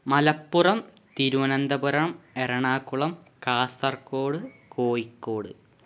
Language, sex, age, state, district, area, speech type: Malayalam, male, 18-30, Kerala, Malappuram, rural, spontaneous